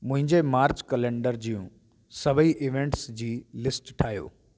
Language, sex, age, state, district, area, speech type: Sindhi, male, 30-45, Delhi, South Delhi, urban, read